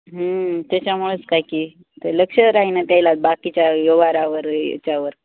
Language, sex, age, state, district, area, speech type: Marathi, female, 30-45, Maharashtra, Hingoli, urban, conversation